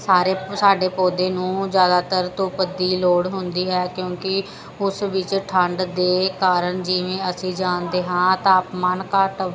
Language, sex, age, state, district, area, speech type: Punjabi, female, 30-45, Punjab, Pathankot, rural, spontaneous